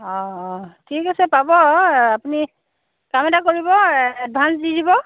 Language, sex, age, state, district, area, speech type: Assamese, female, 45-60, Assam, Dhemaji, urban, conversation